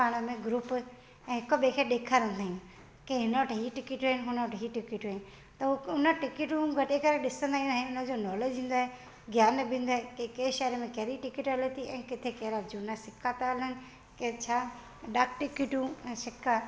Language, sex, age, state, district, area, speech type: Sindhi, female, 45-60, Gujarat, Junagadh, urban, spontaneous